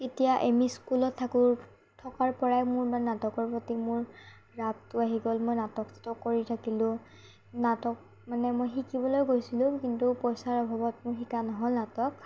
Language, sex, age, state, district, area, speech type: Assamese, female, 30-45, Assam, Morigaon, rural, spontaneous